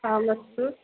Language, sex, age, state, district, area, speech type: Sanskrit, female, 18-30, Kerala, Kollam, urban, conversation